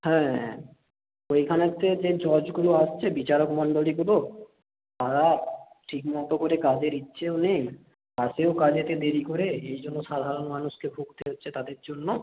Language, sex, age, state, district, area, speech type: Bengali, male, 18-30, West Bengal, North 24 Parganas, rural, conversation